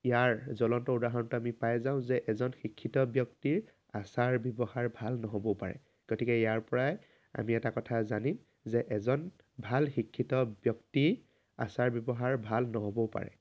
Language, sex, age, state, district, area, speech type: Assamese, male, 18-30, Assam, Dhemaji, rural, spontaneous